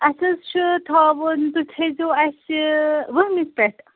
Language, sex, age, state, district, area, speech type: Kashmiri, female, 30-45, Jammu and Kashmir, Ganderbal, rural, conversation